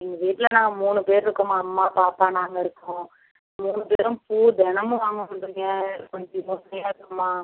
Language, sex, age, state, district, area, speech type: Tamil, female, 30-45, Tamil Nadu, Ariyalur, rural, conversation